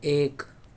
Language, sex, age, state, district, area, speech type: Urdu, male, 18-30, Delhi, East Delhi, urban, read